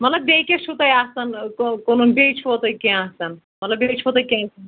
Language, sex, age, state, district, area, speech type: Kashmiri, female, 18-30, Jammu and Kashmir, Anantnag, rural, conversation